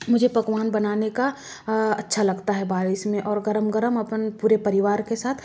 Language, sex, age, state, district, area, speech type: Hindi, female, 30-45, Madhya Pradesh, Bhopal, urban, spontaneous